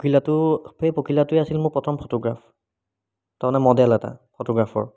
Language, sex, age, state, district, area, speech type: Assamese, male, 30-45, Assam, Biswanath, rural, spontaneous